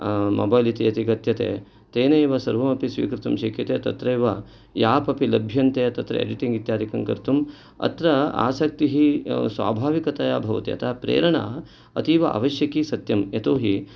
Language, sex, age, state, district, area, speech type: Sanskrit, male, 45-60, Karnataka, Uttara Kannada, urban, spontaneous